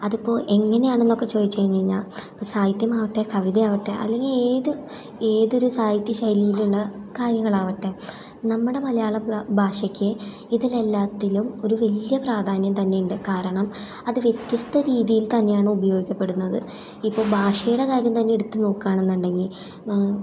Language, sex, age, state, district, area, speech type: Malayalam, female, 18-30, Kerala, Thrissur, rural, spontaneous